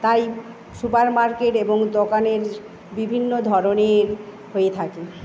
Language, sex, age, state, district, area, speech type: Bengali, female, 30-45, West Bengal, Paschim Medinipur, rural, spontaneous